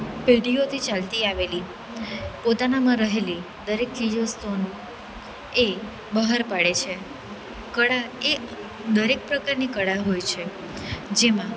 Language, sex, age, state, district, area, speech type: Gujarati, female, 18-30, Gujarat, Valsad, urban, spontaneous